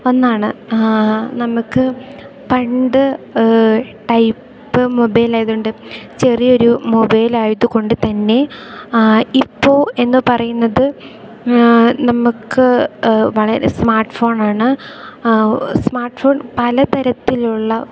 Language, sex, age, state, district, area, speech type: Malayalam, female, 18-30, Kerala, Idukki, rural, spontaneous